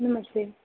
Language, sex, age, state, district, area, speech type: Hindi, female, 45-60, Uttar Pradesh, Sitapur, rural, conversation